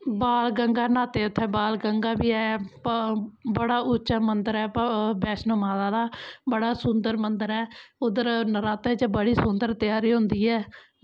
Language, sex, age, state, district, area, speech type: Dogri, female, 30-45, Jammu and Kashmir, Kathua, rural, spontaneous